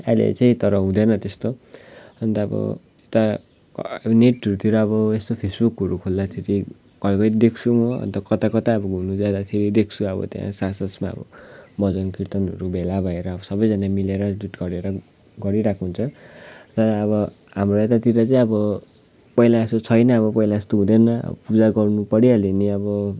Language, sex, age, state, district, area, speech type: Nepali, male, 18-30, West Bengal, Kalimpong, rural, spontaneous